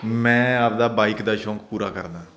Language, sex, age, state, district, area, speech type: Punjabi, male, 30-45, Punjab, Faridkot, urban, spontaneous